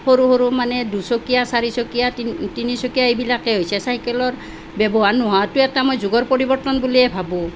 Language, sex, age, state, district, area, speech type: Assamese, female, 45-60, Assam, Nalbari, rural, spontaneous